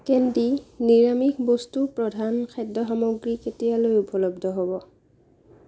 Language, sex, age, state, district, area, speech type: Assamese, female, 30-45, Assam, Morigaon, rural, read